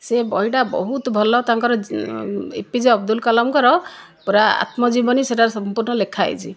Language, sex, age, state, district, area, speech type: Odia, female, 60+, Odisha, Kandhamal, rural, spontaneous